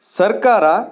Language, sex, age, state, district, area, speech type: Kannada, male, 45-60, Karnataka, Shimoga, rural, spontaneous